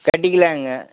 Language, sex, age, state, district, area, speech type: Tamil, male, 60+, Tamil Nadu, Erode, urban, conversation